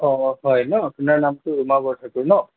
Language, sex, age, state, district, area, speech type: Assamese, male, 18-30, Assam, Jorhat, urban, conversation